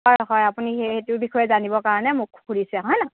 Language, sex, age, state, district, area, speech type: Assamese, female, 60+, Assam, Lakhimpur, urban, conversation